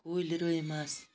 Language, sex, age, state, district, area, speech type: Kashmiri, female, 45-60, Jammu and Kashmir, Ganderbal, rural, spontaneous